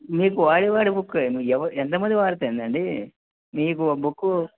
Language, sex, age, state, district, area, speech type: Telugu, male, 18-30, Telangana, Hanamkonda, urban, conversation